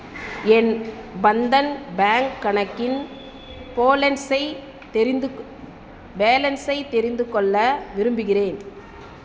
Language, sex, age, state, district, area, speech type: Tamil, female, 30-45, Tamil Nadu, Tiruvannamalai, urban, read